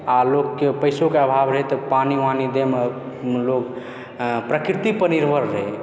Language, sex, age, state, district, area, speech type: Maithili, male, 18-30, Bihar, Supaul, rural, spontaneous